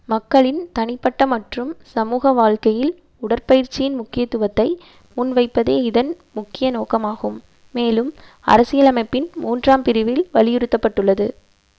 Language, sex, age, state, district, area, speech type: Tamil, female, 18-30, Tamil Nadu, Erode, urban, read